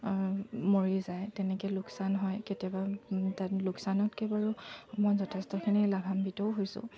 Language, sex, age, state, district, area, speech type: Assamese, female, 30-45, Assam, Charaideo, urban, spontaneous